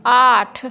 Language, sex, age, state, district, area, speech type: Hindi, female, 60+, Bihar, Madhepura, urban, read